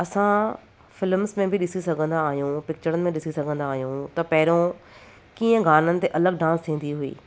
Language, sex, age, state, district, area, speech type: Sindhi, female, 30-45, Maharashtra, Thane, urban, spontaneous